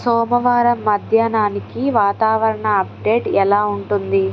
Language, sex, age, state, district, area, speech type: Telugu, female, 30-45, Andhra Pradesh, Palnadu, rural, read